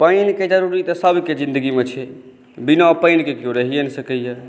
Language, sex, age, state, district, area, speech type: Maithili, male, 30-45, Bihar, Saharsa, urban, spontaneous